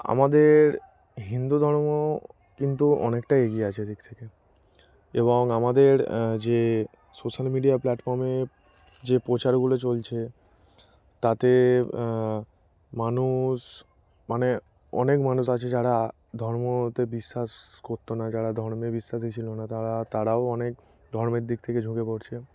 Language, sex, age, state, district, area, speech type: Bengali, male, 18-30, West Bengal, Darjeeling, urban, spontaneous